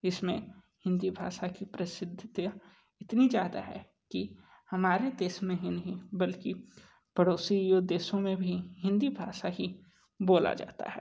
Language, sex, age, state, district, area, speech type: Hindi, male, 18-30, Uttar Pradesh, Sonbhadra, rural, spontaneous